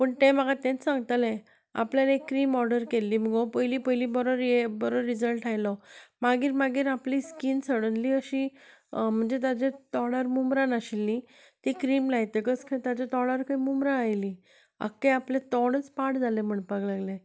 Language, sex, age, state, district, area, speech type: Goan Konkani, female, 30-45, Goa, Canacona, urban, spontaneous